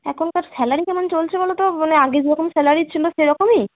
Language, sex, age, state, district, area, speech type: Bengali, female, 18-30, West Bengal, Cooch Behar, rural, conversation